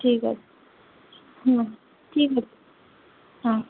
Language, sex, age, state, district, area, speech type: Bengali, female, 30-45, West Bengal, Purulia, urban, conversation